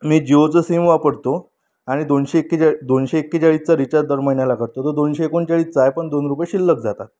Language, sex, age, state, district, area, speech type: Marathi, female, 18-30, Maharashtra, Amravati, rural, spontaneous